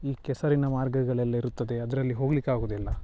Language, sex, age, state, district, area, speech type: Kannada, male, 30-45, Karnataka, Dakshina Kannada, rural, spontaneous